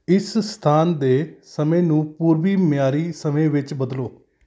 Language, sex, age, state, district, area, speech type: Punjabi, male, 45-60, Punjab, Kapurthala, urban, read